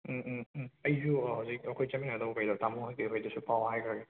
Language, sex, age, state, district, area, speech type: Manipuri, male, 30-45, Manipur, Imphal West, urban, conversation